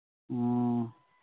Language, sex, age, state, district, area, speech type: Manipuri, male, 30-45, Manipur, Thoubal, rural, conversation